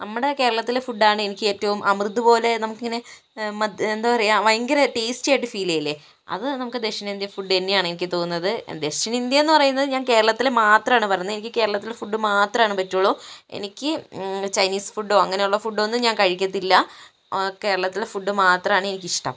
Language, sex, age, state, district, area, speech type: Malayalam, female, 60+, Kerala, Kozhikode, urban, spontaneous